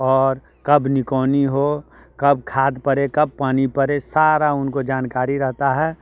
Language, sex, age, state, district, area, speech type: Hindi, male, 30-45, Bihar, Muzaffarpur, rural, spontaneous